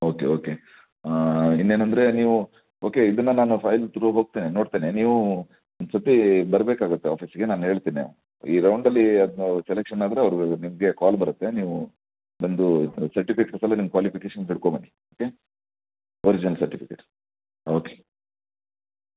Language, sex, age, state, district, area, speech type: Kannada, male, 30-45, Karnataka, Shimoga, rural, conversation